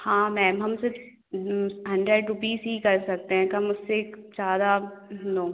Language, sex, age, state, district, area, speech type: Hindi, female, 18-30, Madhya Pradesh, Hoshangabad, rural, conversation